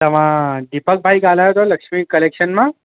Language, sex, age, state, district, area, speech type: Sindhi, male, 18-30, Maharashtra, Mumbai Suburban, urban, conversation